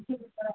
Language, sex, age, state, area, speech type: Hindi, male, 30-45, Madhya Pradesh, rural, conversation